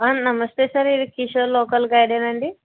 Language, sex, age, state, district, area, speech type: Telugu, female, 18-30, Andhra Pradesh, Kakinada, urban, conversation